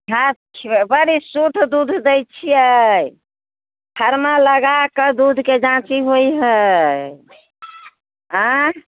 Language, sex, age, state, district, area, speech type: Maithili, female, 60+, Bihar, Muzaffarpur, rural, conversation